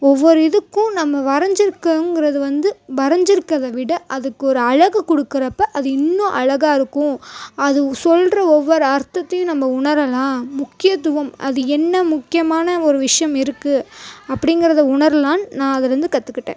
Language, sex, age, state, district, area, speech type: Tamil, female, 18-30, Tamil Nadu, Tiruchirappalli, rural, spontaneous